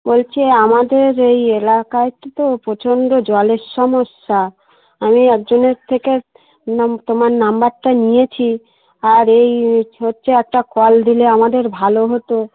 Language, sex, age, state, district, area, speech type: Bengali, female, 30-45, West Bengal, Darjeeling, urban, conversation